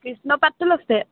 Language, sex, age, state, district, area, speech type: Assamese, female, 18-30, Assam, Dhemaji, urban, conversation